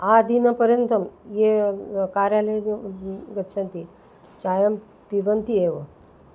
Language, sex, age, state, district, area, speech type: Sanskrit, female, 60+, Maharashtra, Nagpur, urban, spontaneous